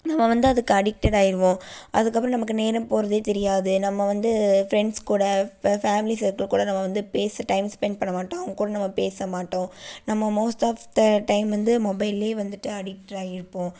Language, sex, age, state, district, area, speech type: Tamil, female, 18-30, Tamil Nadu, Coimbatore, urban, spontaneous